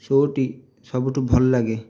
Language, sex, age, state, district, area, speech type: Odia, male, 18-30, Odisha, Jajpur, rural, spontaneous